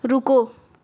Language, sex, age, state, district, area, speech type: Hindi, female, 18-30, Uttar Pradesh, Ghazipur, urban, read